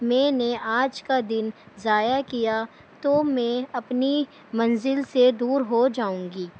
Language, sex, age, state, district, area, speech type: Urdu, female, 18-30, Delhi, New Delhi, urban, spontaneous